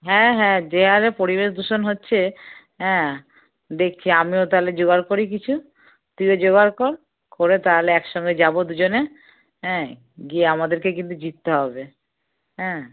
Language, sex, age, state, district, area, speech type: Bengali, female, 30-45, West Bengal, Darjeeling, rural, conversation